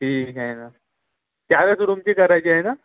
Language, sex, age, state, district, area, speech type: Marathi, male, 18-30, Maharashtra, Nagpur, rural, conversation